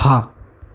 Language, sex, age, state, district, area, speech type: Gujarati, male, 18-30, Gujarat, Ahmedabad, urban, read